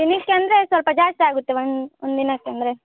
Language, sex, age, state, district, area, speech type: Kannada, female, 18-30, Karnataka, Bellary, rural, conversation